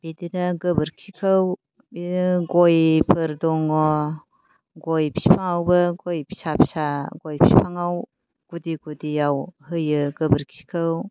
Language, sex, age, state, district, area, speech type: Bodo, female, 45-60, Assam, Kokrajhar, urban, spontaneous